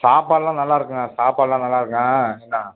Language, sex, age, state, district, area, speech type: Tamil, male, 60+, Tamil Nadu, Perambalur, urban, conversation